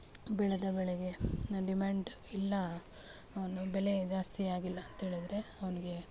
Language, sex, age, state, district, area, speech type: Kannada, female, 30-45, Karnataka, Mandya, urban, spontaneous